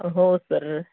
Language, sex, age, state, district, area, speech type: Marathi, male, 18-30, Maharashtra, Gadchiroli, rural, conversation